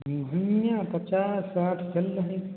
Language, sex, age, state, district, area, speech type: Hindi, male, 45-60, Uttar Pradesh, Hardoi, rural, conversation